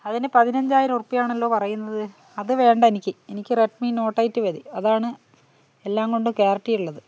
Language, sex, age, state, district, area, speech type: Malayalam, female, 60+, Kerala, Wayanad, rural, spontaneous